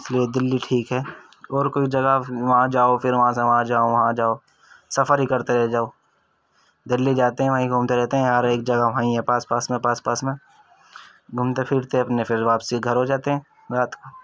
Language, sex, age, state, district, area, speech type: Urdu, male, 30-45, Uttar Pradesh, Ghaziabad, urban, spontaneous